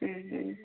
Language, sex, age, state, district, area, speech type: Odia, female, 45-60, Odisha, Gajapati, rural, conversation